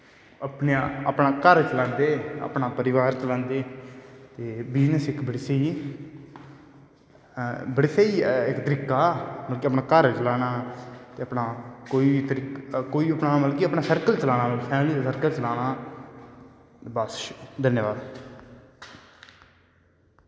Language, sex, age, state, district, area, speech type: Dogri, male, 18-30, Jammu and Kashmir, Udhampur, rural, spontaneous